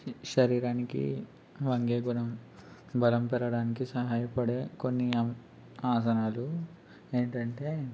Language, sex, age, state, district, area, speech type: Telugu, male, 18-30, Andhra Pradesh, East Godavari, rural, spontaneous